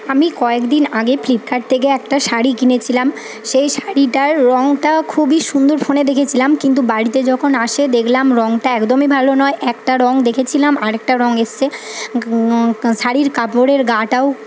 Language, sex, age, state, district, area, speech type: Bengali, female, 18-30, West Bengal, Paschim Medinipur, rural, spontaneous